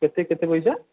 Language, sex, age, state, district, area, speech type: Odia, male, 18-30, Odisha, Jajpur, rural, conversation